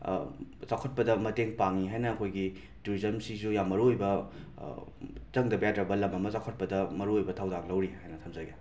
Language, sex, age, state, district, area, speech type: Manipuri, male, 18-30, Manipur, Imphal West, urban, spontaneous